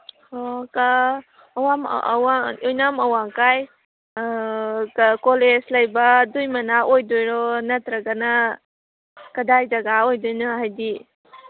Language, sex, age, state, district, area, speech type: Manipuri, female, 30-45, Manipur, Kangpokpi, urban, conversation